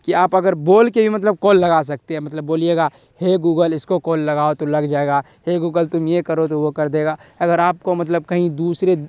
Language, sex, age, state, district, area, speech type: Urdu, male, 18-30, Bihar, Darbhanga, rural, spontaneous